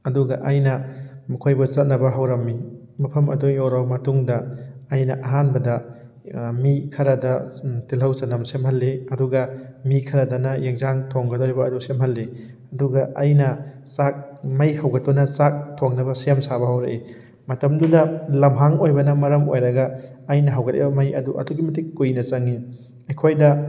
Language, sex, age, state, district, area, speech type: Manipuri, male, 18-30, Manipur, Thoubal, rural, spontaneous